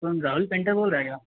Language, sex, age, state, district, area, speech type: Hindi, male, 30-45, Madhya Pradesh, Harda, urban, conversation